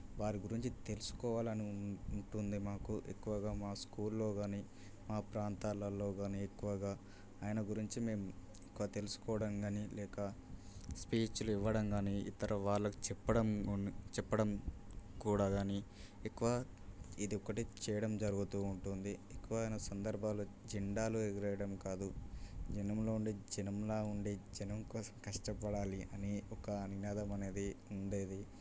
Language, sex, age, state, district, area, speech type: Telugu, male, 18-30, Telangana, Mancherial, rural, spontaneous